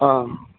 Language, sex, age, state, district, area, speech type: Malayalam, male, 18-30, Kerala, Kottayam, rural, conversation